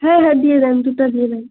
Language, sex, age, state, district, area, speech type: Bengali, female, 18-30, West Bengal, Alipurduar, rural, conversation